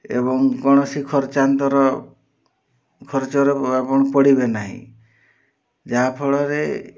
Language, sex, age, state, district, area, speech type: Odia, male, 60+, Odisha, Mayurbhanj, rural, spontaneous